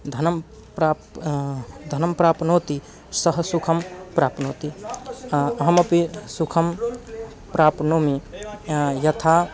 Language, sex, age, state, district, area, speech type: Sanskrit, male, 18-30, Bihar, East Champaran, rural, spontaneous